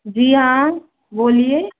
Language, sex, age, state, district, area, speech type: Hindi, female, 45-60, Uttar Pradesh, Ayodhya, rural, conversation